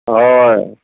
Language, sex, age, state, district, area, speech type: Assamese, male, 60+, Assam, Golaghat, urban, conversation